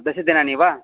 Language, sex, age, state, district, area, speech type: Sanskrit, male, 30-45, Karnataka, Vijayapura, urban, conversation